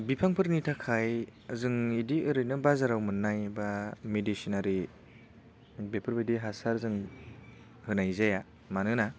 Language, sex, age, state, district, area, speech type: Bodo, male, 18-30, Assam, Baksa, rural, spontaneous